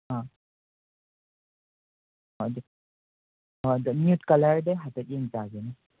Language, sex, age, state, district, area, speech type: Manipuri, male, 45-60, Manipur, Imphal West, urban, conversation